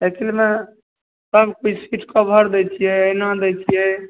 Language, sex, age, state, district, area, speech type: Maithili, male, 18-30, Bihar, Madhepura, rural, conversation